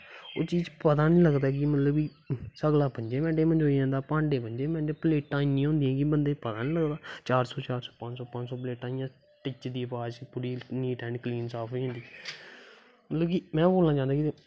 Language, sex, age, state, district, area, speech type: Dogri, male, 18-30, Jammu and Kashmir, Kathua, rural, spontaneous